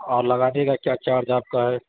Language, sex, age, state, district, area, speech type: Urdu, male, 30-45, Uttar Pradesh, Gautam Buddha Nagar, urban, conversation